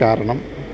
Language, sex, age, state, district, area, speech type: Malayalam, male, 60+, Kerala, Idukki, rural, spontaneous